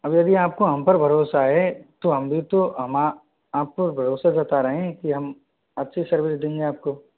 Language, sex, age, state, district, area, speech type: Hindi, male, 18-30, Rajasthan, Karauli, rural, conversation